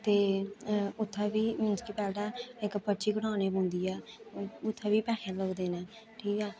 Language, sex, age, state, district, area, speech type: Dogri, female, 18-30, Jammu and Kashmir, Kathua, rural, spontaneous